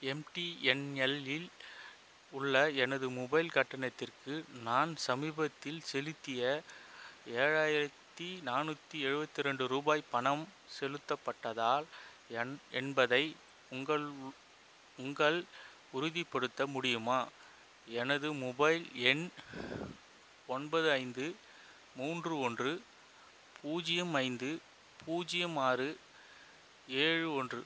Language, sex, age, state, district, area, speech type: Tamil, male, 30-45, Tamil Nadu, Chengalpattu, rural, read